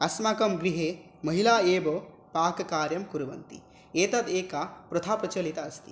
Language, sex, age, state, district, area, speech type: Sanskrit, male, 18-30, West Bengal, Dakshin Dinajpur, rural, spontaneous